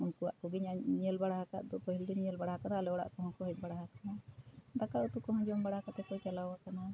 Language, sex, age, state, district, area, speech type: Santali, female, 45-60, Jharkhand, Bokaro, rural, spontaneous